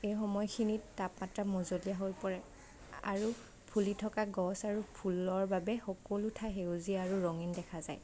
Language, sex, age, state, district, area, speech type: Assamese, female, 30-45, Assam, Morigaon, rural, spontaneous